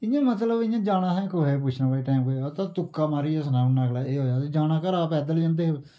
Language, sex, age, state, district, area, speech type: Dogri, male, 30-45, Jammu and Kashmir, Udhampur, rural, spontaneous